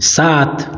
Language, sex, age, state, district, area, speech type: Maithili, male, 30-45, Bihar, Madhubani, rural, read